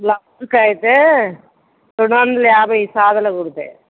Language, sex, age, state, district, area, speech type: Telugu, female, 30-45, Telangana, Mancherial, rural, conversation